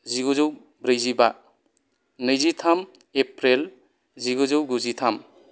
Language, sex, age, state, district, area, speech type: Bodo, male, 45-60, Assam, Kokrajhar, urban, spontaneous